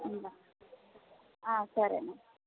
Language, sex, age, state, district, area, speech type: Telugu, female, 30-45, Andhra Pradesh, Palnadu, urban, conversation